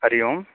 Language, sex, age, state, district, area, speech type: Sanskrit, male, 18-30, Madhya Pradesh, Katni, rural, conversation